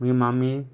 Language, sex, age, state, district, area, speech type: Goan Konkani, male, 18-30, Goa, Salcete, rural, spontaneous